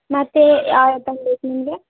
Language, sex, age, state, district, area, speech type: Kannada, female, 18-30, Karnataka, Gadag, rural, conversation